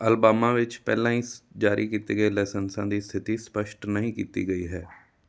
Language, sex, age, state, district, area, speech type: Punjabi, male, 30-45, Punjab, Amritsar, urban, read